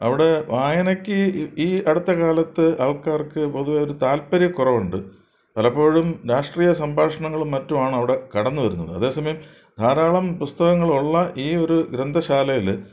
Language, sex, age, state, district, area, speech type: Malayalam, male, 60+, Kerala, Thiruvananthapuram, urban, spontaneous